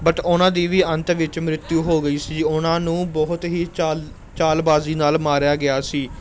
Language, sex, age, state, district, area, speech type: Punjabi, male, 18-30, Punjab, Gurdaspur, urban, spontaneous